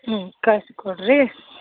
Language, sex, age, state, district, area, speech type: Kannada, female, 30-45, Karnataka, Dharwad, urban, conversation